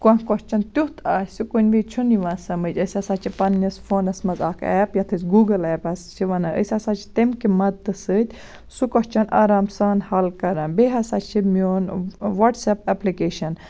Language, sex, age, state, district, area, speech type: Kashmiri, female, 18-30, Jammu and Kashmir, Baramulla, rural, spontaneous